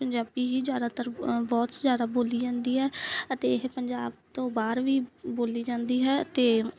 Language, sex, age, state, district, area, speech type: Punjabi, female, 30-45, Punjab, Mansa, urban, spontaneous